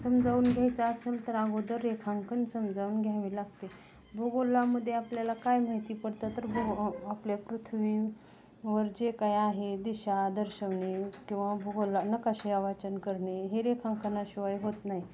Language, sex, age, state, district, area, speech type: Marathi, female, 30-45, Maharashtra, Osmanabad, rural, spontaneous